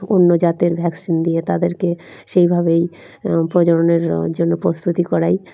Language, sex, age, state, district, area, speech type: Bengali, female, 45-60, West Bengal, Dakshin Dinajpur, urban, spontaneous